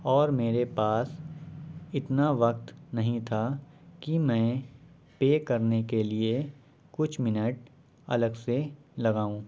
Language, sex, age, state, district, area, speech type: Urdu, male, 18-30, Uttar Pradesh, Shahjahanpur, rural, spontaneous